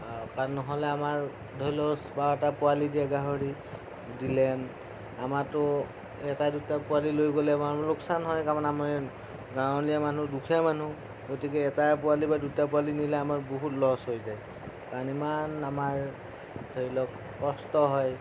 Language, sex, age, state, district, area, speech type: Assamese, male, 30-45, Assam, Darrang, rural, spontaneous